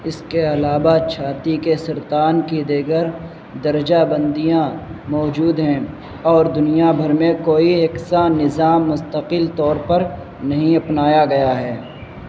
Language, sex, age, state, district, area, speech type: Urdu, male, 60+, Uttar Pradesh, Shahjahanpur, rural, read